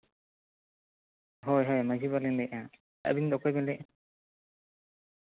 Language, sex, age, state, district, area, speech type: Santali, male, 18-30, West Bengal, Bankura, rural, conversation